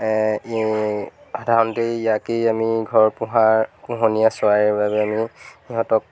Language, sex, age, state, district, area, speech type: Assamese, male, 30-45, Assam, Lakhimpur, rural, spontaneous